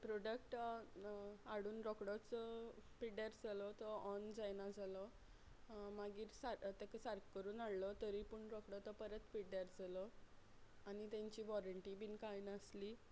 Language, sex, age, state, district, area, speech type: Goan Konkani, female, 30-45, Goa, Quepem, rural, spontaneous